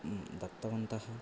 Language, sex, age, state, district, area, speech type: Sanskrit, male, 18-30, Karnataka, Yadgir, urban, spontaneous